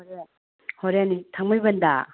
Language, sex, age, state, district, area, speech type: Manipuri, female, 45-60, Manipur, Imphal West, urban, conversation